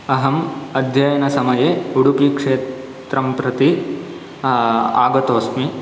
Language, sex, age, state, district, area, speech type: Sanskrit, male, 18-30, Karnataka, Shimoga, rural, spontaneous